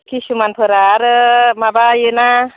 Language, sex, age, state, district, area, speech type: Bodo, female, 30-45, Assam, Baksa, rural, conversation